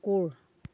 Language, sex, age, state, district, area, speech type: Assamese, female, 60+, Assam, Dhemaji, rural, read